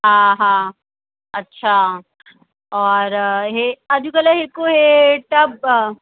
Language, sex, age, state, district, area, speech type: Sindhi, female, 30-45, Uttar Pradesh, Lucknow, urban, conversation